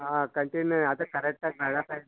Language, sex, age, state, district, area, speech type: Kannada, male, 60+, Karnataka, Mysore, rural, conversation